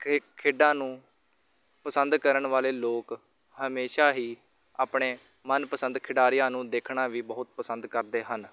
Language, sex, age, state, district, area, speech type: Punjabi, male, 18-30, Punjab, Shaheed Bhagat Singh Nagar, urban, spontaneous